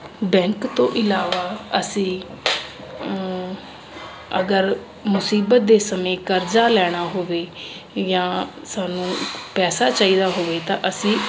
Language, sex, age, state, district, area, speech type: Punjabi, female, 30-45, Punjab, Ludhiana, urban, spontaneous